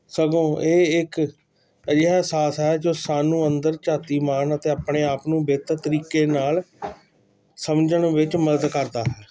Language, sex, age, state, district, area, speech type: Punjabi, male, 45-60, Punjab, Hoshiarpur, urban, spontaneous